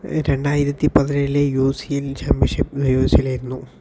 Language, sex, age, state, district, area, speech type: Malayalam, male, 30-45, Kerala, Palakkad, rural, spontaneous